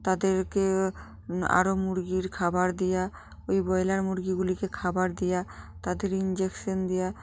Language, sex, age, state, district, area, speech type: Bengali, female, 45-60, West Bengal, North 24 Parganas, rural, spontaneous